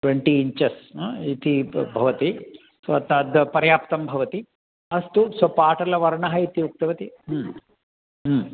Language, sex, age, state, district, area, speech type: Sanskrit, male, 60+, Karnataka, Mysore, urban, conversation